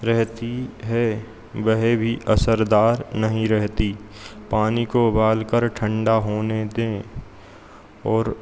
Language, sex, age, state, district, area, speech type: Hindi, male, 18-30, Madhya Pradesh, Hoshangabad, rural, spontaneous